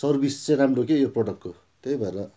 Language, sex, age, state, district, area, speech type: Nepali, male, 45-60, West Bengal, Darjeeling, rural, spontaneous